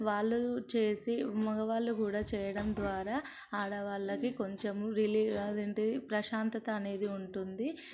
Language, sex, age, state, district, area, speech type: Telugu, female, 45-60, Telangana, Ranga Reddy, urban, spontaneous